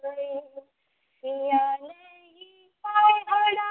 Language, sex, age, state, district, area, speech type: Maithili, female, 18-30, Bihar, Purnia, rural, conversation